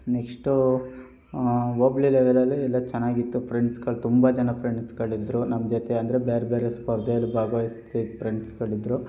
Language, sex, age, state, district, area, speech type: Kannada, male, 18-30, Karnataka, Hassan, rural, spontaneous